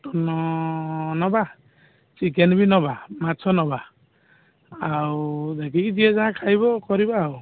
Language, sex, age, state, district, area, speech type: Odia, male, 45-60, Odisha, Balasore, rural, conversation